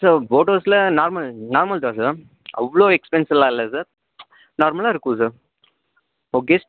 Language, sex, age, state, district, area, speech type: Tamil, male, 18-30, Tamil Nadu, Nilgiris, urban, conversation